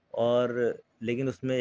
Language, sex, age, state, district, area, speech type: Urdu, male, 30-45, Delhi, South Delhi, urban, spontaneous